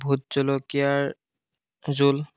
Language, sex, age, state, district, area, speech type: Assamese, male, 18-30, Assam, Biswanath, rural, spontaneous